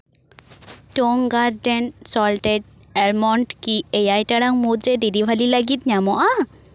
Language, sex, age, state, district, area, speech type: Santali, female, 18-30, West Bengal, Purba Bardhaman, rural, read